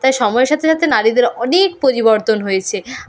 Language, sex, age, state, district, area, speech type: Bengali, female, 45-60, West Bengal, Purulia, rural, spontaneous